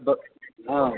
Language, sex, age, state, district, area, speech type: Hindi, male, 60+, Uttar Pradesh, Chandauli, urban, conversation